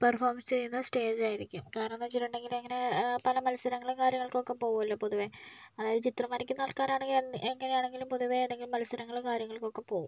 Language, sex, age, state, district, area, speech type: Malayalam, male, 30-45, Kerala, Kozhikode, urban, spontaneous